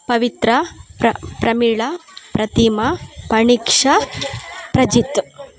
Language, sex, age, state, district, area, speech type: Kannada, female, 30-45, Karnataka, Chikkamagaluru, rural, spontaneous